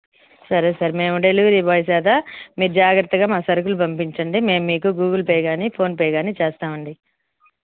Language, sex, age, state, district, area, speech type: Telugu, female, 30-45, Andhra Pradesh, Nellore, urban, conversation